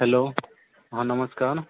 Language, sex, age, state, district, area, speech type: Odia, male, 18-30, Odisha, Nuapada, urban, conversation